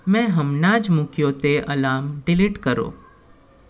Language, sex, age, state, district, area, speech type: Gujarati, male, 18-30, Gujarat, Anand, rural, read